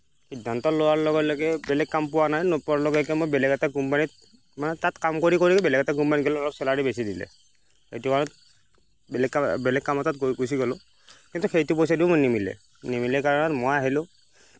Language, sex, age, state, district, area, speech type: Assamese, male, 60+, Assam, Nagaon, rural, spontaneous